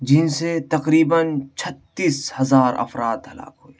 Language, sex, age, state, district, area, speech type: Urdu, male, 18-30, Uttar Pradesh, Siddharthnagar, rural, spontaneous